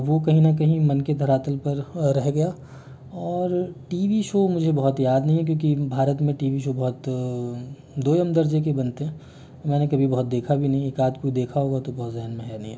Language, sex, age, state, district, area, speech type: Hindi, male, 30-45, Delhi, New Delhi, urban, spontaneous